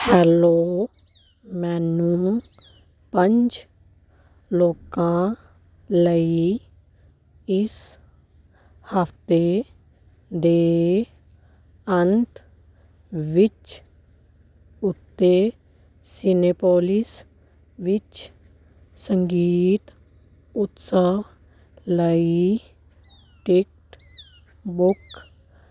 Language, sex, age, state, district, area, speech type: Punjabi, female, 18-30, Punjab, Fazilka, rural, read